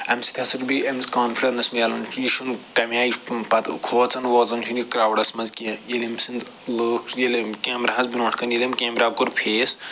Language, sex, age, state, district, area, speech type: Kashmiri, male, 45-60, Jammu and Kashmir, Srinagar, urban, spontaneous